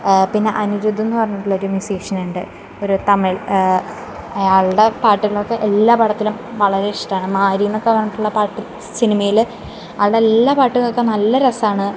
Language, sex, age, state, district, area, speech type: Malayalam, female, 18-30, Kerala, Thrissur, urban, spontaneous